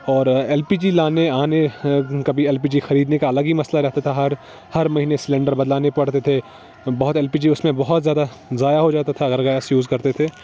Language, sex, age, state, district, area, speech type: Urdu, male, 18-30, Jammu and Kashmir, Srinagar, urban, spontaneous